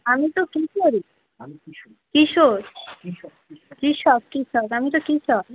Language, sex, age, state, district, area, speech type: Bengali, female, 18-30, West Bengal, Uttar Dinajpur, urban, conversation